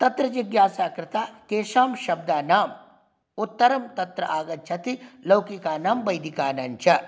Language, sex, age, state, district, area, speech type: Sanskrit, male, 45-60, Bihar, Darbhanga, urban, spontaneous